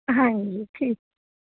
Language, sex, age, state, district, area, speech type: Punjabi, female, 18-30, Punjab, Fazilka, rural, conversation